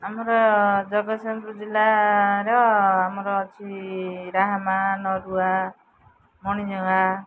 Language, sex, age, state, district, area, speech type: Odia, female, 45-60, Odisha, Jagatsinghpur, rural, spontaneous